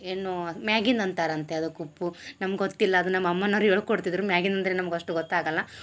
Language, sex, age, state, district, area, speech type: Kannada, female, 30-45, Karnataka, Gulbarga, urban, spontaneous